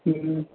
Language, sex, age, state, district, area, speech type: Gujarati, male, 60+, Gujarat, Anand, urban, conversation